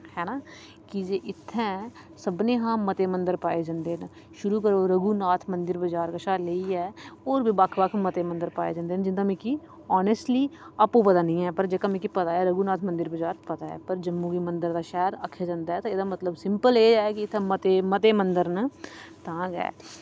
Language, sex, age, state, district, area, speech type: Dogri, female, 30-45, Jammu and Kashmir, Udhampur, urban, spontaneous